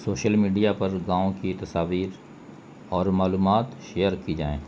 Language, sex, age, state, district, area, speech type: Urdu, male, 45-60, Bihar, Gaya, rural, spontaneous